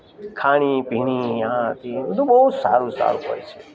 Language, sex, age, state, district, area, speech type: Gujarati, male, 60+, Gujarat, Rajkot, urban, spontaneous